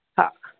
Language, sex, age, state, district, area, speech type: Urdu, male, 18-30, Uttar Pradesh, Saharanpur, urban, conversation